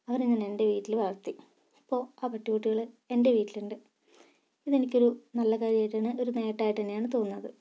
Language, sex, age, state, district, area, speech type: Malayalam, female, 18-30, Kerala, Wayanad, rural, spontaneous